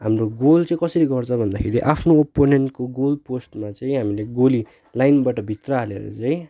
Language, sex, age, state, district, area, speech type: Nepali, male, 18-30, West Bengal, Darjeeling, rural, spontaneous